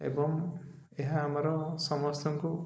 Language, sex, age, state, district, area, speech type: Odia, male, 30-45, Odisha, Koraput, urban, spontaneous